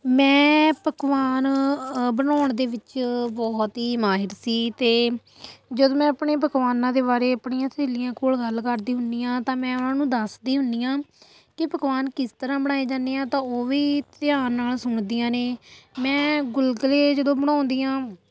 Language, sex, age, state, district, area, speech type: Punjabi, female, 18-30, Punjab, Fatehgarh Sahib, rural, spontaneous